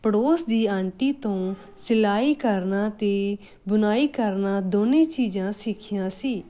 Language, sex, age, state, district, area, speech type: Punjabi, female, 30-45, Punjab, Muktsar, urban, spontaneous